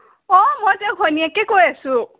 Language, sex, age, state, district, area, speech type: Assamese, female, 18-30, Assam, Sonitpur, urban, conversation